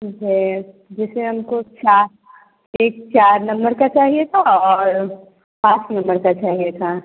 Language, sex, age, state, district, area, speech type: Hindi, female, 18-30, Bihar, Begusarai, rural, conversation